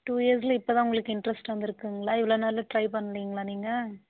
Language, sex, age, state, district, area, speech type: Tamil, female, 18-30, Tamil Nadu, Vellore, urban, conversation